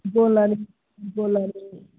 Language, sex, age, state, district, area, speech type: Telugu, male, 18-30, Telangana, Nirmal, rural, conversation